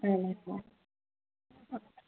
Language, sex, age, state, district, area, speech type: Malayalam, female, 18-30, Kerala, Palakkad, rural, conversation